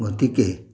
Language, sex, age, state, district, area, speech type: Assamese, male, 60+, Assam, Udalguri, urban, spontaneous